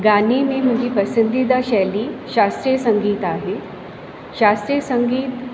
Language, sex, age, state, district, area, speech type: Sindhi, female, 45-60, Rajasthan, Ajmer, urban, spontaneous